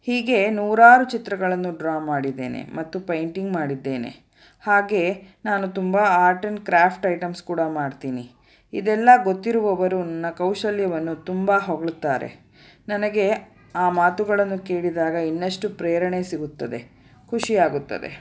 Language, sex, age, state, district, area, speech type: Kannada, female, 30-45, Karnataka, Davanagere, urban, spontaneous